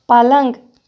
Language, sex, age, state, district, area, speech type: Kashmiri, female, 30-45, Jammu and Kashmir, Shopian, urban, read